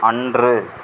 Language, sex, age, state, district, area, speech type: Tamil, male, 45-60, Tamil Nadu, Sivaganga, rural, read